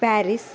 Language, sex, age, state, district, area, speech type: Sanskrit, female, 18-30, Karnataka, Belgaum, rural, spontaneous